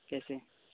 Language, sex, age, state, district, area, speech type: Hindi, male, 30-45, Uttar Pradesh, Mau, rural, conversation